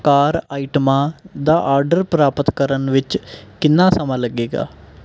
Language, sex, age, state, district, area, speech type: Punjabi, male, 18-30, Punjab, Mohali, urban, read